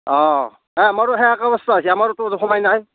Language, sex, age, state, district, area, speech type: Assamese, male, 45-60, Assam, Nalbari, rural, conversation